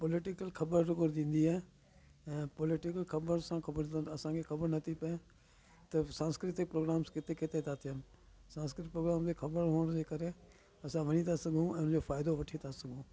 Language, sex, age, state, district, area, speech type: Sindhi, male, 60+, Delhi, South Delhi, urban, spontaneous